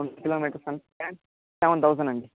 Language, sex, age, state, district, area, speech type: Telugu, male, 18-30, Andhra Pradesh, Chittoor, rural, conversation